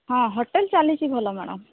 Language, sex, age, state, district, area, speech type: Odia, female, 30-45, Odisha, Sambalpur, rural, conversation